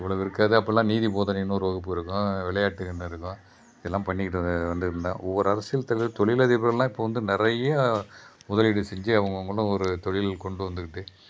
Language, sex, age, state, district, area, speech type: Tamil, male, 60+, Tamil Nadu, Thanjavur, rural, spontaneous